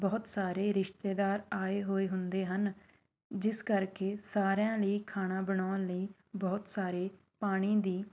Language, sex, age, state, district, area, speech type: Punjabi, female, 30-45, Punjab, Shaheed Bhagat Singh Nagar, urban, spontaneous